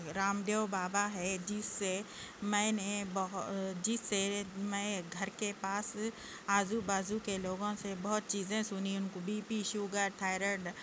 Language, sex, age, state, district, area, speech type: Urdu, female, 60+, Telangana, Hyderabad, urban, spontaneous